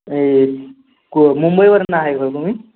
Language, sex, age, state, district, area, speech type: Marathi, male, 18-30, Maharashtra, Satara, urban, conversation